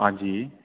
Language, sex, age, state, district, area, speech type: Dogri, male, 18-30, Jammu and Kashmir, Udhampur, rural, conversation